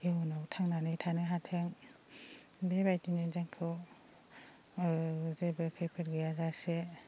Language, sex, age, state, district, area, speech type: Bodo, female, 30-45, Assam, Baksa, rural, spontaneous